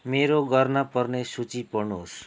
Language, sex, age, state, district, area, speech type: Nepali, male, 30-45, West Bengal, Kalimpong, rural, read